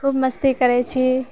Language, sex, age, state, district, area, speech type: Maithili, female, 30-45, Bihar, Purnia, rural, spontaneous